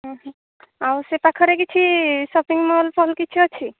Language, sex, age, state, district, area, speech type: Odia, female, 45-60, Odisha, Angul, rural, conversation